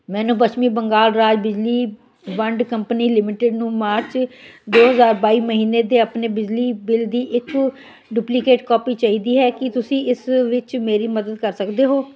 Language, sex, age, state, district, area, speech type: Punjabi, female, 60+, Punjab, Ludhiana, rural, read